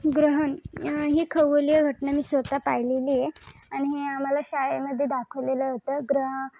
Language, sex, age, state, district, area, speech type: Marathi, female, 18-30, Maharashtra, Thane, urban, spontaneous